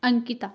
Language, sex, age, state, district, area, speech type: Hindi, female, 18-30, Madhya Pradesh, Ujjain, urban, spontaneous